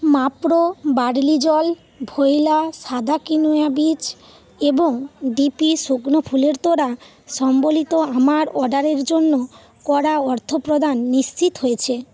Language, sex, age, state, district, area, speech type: Bengali, female, 30-45, West Bengal, North 24 Parganas, rural, read